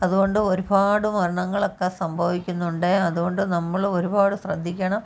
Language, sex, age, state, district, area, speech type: Malayalam, female, 45-60, Kerala, Kollam, rural, spontaneous